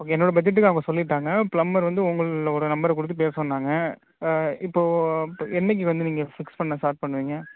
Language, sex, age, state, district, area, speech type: Tamil, female, 18-30, Tamil Nadu, Tiruvarur, rural, conversation